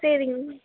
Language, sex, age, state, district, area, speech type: Tamil, female, 18-30, Tamil Nadu, Erode, rural, conversation